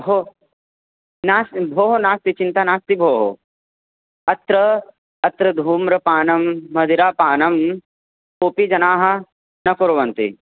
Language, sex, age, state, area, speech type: Sanskrit, male, 18-30, Uttar Pradesh, rural, conversation